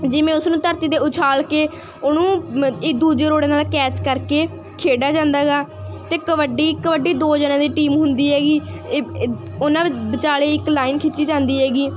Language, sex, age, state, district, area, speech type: Punjabi, female, 18-30, Punjab, Mansa, rural, spontaneous